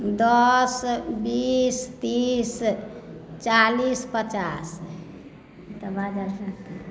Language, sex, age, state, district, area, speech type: Maithili, female, 45-60, Bihar, Madhubani, rural, spontaneous